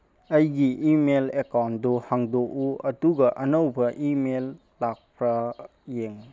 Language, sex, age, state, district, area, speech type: Manipuri, male, 18-30, Manipur, Tengnoupal, urban, read